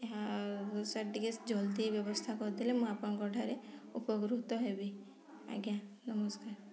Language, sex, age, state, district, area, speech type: Odia, female, 30-45, Odisha, Mayurbhanj, rural, spontaneous